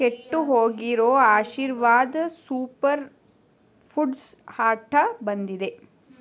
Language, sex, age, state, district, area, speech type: Kannada, female, 18-30, Karnataka, Tumkur, rural, read